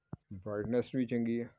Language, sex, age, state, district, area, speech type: Punjabi, male, 45-60, Punjab, Amritsar, urban, spontaneous